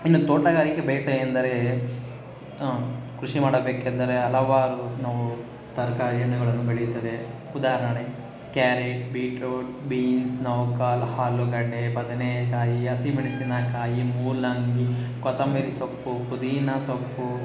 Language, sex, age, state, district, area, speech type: Kannada, male, 60+, Karnataka, Kolar, rural, spontaneous